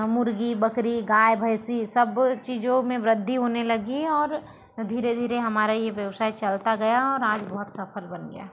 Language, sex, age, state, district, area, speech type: Hindi, female, 30-45, Madhya Pradesh, Balaghat, rural, spontaneous